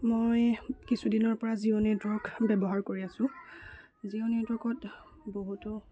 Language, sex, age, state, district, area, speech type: Assamese, female, 60+, Assam, Darrang, rural, spontaneous